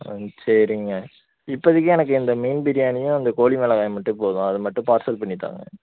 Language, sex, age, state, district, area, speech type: Tamil, male, 18-30, Tamil Nadu, Nagapattinam, rural, conversation